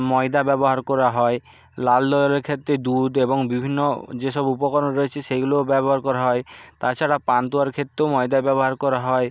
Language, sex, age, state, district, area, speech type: Bengali, male, 60+, West Bengal, Nadia, rural, spontaneous